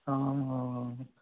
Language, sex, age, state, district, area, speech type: Assamese, male, 30-45, Assam, Biswanath, rural, conversation